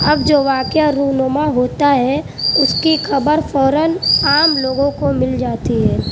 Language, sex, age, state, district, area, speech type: Urdu, female, 18-30, Uttar Pradesh, Mau, urban, spontaneous